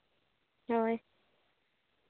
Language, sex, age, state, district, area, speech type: Santali, female, 18-30, Jharkhand, Seraikela Kharsawan, rural, conversation